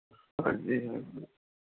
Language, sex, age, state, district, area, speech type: Punjabi, male, 45-60, Punjab, Mohali, urban, conversation